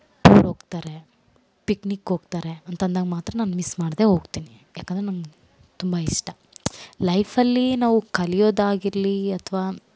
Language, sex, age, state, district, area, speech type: Kannada, female, 18-30, Karnataka, Vijayanagara, rural, spontaneous